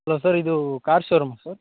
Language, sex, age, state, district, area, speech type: Kannada, male, 18-30, Karnataka, Tumkur, rural, conversation